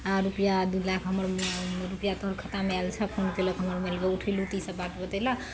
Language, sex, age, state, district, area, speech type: Maithili, female, 30-45, Bihar, Araria, rural, spontaneous